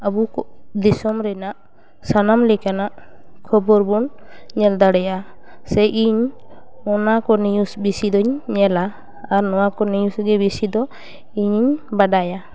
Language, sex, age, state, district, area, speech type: Santali, female, 18-30, West Bengal, Paschim Bardhaman, urban, spontaneous